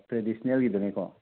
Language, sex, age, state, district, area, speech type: Manipuri, male, 30-45, Manipur, Churachandpur, rural, conversation